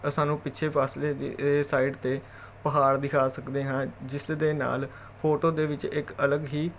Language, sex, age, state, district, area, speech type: Punjabi, male, 30-45, Punjab, Jalandhar, urban, spontaneous